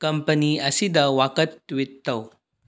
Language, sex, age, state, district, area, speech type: Manipuri, male, 18-30, Manipur, Bishnupur, rural, read